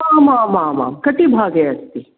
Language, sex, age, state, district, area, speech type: Sanskrit, female, 45-60, Karnataka, Mandya, urban, conversation